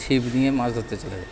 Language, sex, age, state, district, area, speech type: Bengali, male, 30-45, West Bengal, Howrah, urban, spontaneous